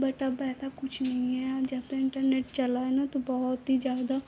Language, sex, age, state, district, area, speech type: Hindi, female, 30-45, Uttar Pradesh, Lucknow, rural, spontaneous